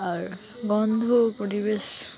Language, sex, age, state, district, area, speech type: Bengali, female, 18-30, West Bengal, Dakshin Dinajpur, urban, spontaneous